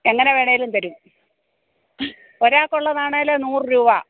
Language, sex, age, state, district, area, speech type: Malayalam, female, 60+, Kerala, Pathanamthitta, rural, conversation